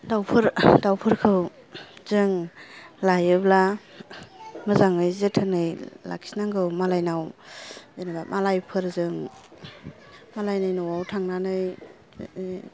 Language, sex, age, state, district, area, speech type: Bodo, female, 30-45, Assam, Kokrajhar, rural, spontaneous